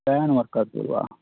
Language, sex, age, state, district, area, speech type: Kannada, male, 18-30, Karnataka, Dakshina Kannada, rural, conversation